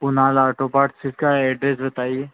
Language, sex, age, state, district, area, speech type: Hindi, male, 30-45, Madhya Pradesh, Harda, urban, conversation